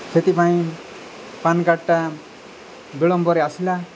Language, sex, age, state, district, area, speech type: Odia, male, 45-60, Odisha, Nabarangpur, rural, spontaneous